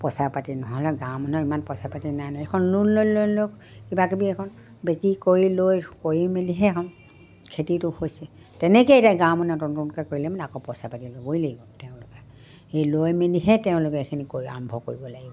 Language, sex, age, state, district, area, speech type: Assamese, female, 60+, Assam, Dibrugarh, rural, spontaneous